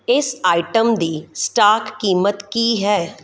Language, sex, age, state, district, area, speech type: Punjabi, female, 45-60, Punjab, Kapurthala, rural, read